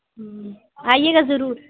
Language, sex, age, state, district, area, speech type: Urdu, female, 60+, Uttar Pradesh, Lucknow, urban, conversation